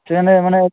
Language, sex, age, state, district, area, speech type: Bengali, male, 18-30, West Bengal, Hooghly, urban, conversation